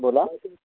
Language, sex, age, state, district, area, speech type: Marathi, male, 18-30, Maharashtra, Washim, rural, conversation